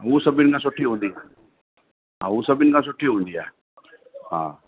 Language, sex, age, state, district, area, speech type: Sindhi, male, 30-45, Delhi, South Delhi, urban, conversation